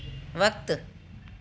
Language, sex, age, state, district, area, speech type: Sindhi, female, 60+, Delhi, South Delhi, urban, read